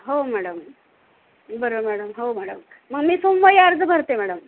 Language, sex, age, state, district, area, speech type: Marathi, female, 45-60, Maharashtra, Nanded, urban, conversation